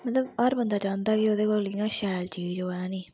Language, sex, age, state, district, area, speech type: Dogri, female, 18-30, Jammu and Kashmir, Udhampur, rural, spontaneous